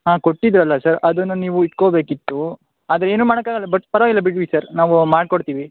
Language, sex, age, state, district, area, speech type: Kannada, male, 18-30, Karnataka, Shimoga, rural, conversation